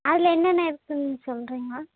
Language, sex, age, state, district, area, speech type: Tamil, female, 18-30, Tamil Nadu, Erode, rural, conversation